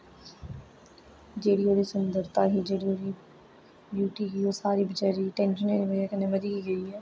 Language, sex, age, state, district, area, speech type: Dogri, female, 18-30, Jammu and Kashmir, Jammu, urban, spontaneous